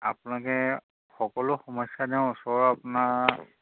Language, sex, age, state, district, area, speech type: Assamese, male, 45-60, Assam, Majuli, rural, conversation